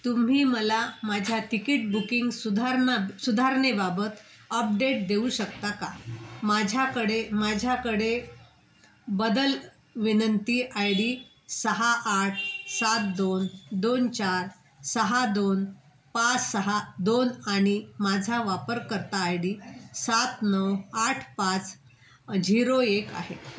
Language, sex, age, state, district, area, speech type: Marathi, female, 60+, Maharashtra, Wardha, urban, read